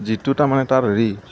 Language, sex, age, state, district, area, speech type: Assamese, male, 60+, Assam, Morigaon, rural, spontaneous